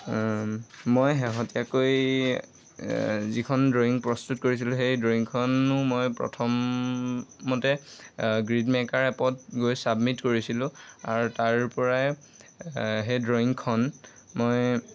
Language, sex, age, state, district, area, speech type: Assamese, male, 18-30, Assam, Lakhimpur, rural, spontaneous